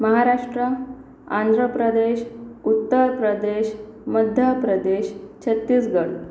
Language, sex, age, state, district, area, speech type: Marathi, female, 18-30, Maharashtra, Akola, urban, spontaneous